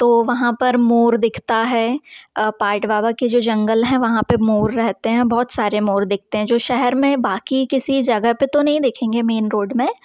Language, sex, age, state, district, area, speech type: Hindi, female, 30-45, Madhya Pradesh, Jabalpur, urban, spontaneous